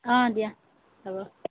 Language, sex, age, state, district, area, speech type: Assamese, female, 30-45, Assam, Udalguri, rural, conversation